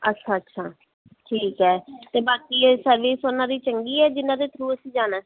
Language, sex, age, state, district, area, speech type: Punjabi, female, 18-30, Punjab, Pathankot, urban, conversation